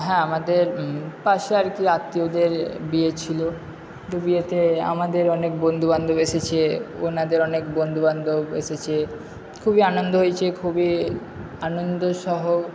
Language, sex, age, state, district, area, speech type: Bengali, male, 30-45, West Bengal, Purba Bardhaman, urban, spontaneous